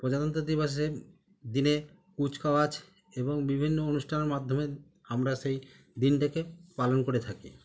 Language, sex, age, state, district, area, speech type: Bengali, male, 45-60, West Bengal, Howrah, urban, spontaneous